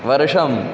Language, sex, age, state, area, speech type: Sanskrit, male, 18-30, Madhya Pradesh, rural, spontaneous